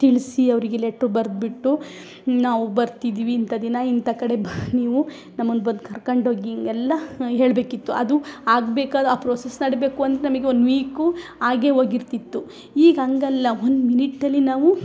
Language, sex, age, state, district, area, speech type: Kannada, female, 45-60, Karnataka, Chikkamagaluru, rural, spontaneous